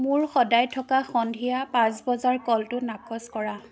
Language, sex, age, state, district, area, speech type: Assamese, female, 30-45, Assam, Jorhat, rural, read